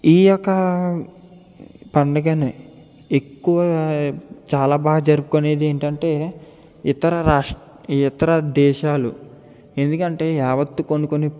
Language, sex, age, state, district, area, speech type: Telugu, male, 18-30, Andhra Pradesh, Eluru, urban, spontaneous